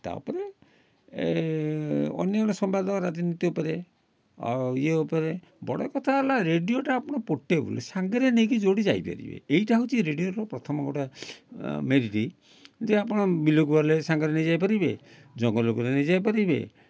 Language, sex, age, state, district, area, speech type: Odia, male, 60+, Odisha, Kalahandi, rural, spontaneous